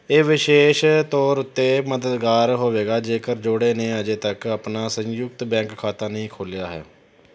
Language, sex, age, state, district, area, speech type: Punjabi, male, 30-45, Punjab, Pathankot, urban, read